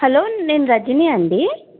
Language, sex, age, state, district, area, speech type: Telugu, female, 30-45, Telangana, Medchal, rural, conversation